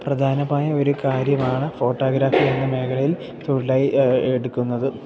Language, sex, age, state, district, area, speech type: Malayalam, male, 18-30, Kerala, Idukki, rural, spontaneous